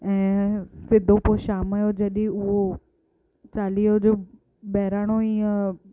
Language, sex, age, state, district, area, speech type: Sindhi, female, 18-30, Gujarat, Surat, urban, spontaneous